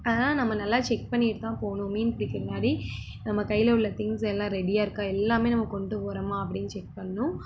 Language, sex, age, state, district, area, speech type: Tamil, female, 18-30, Tamil Nadu, Madurai, rural, spontaneous